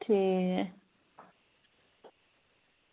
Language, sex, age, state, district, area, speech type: Dogri, female, 30-45, Jammu and Kashmir, Udhampur, rural, conversation